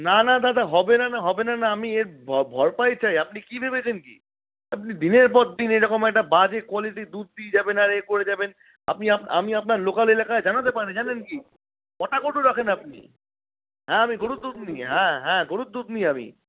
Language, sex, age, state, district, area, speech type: Bengali, male, 60+, West Bengal, Paschim Bardhaman, rural, conversation